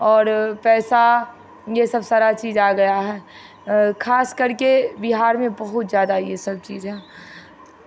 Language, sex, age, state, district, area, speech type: Hindi, female, 45-60, Bihar, Begusarai, rural, spontaneous